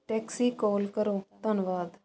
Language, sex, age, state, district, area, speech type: Punjabi, female, 30-45, Punjab, Ludhiana, rural, read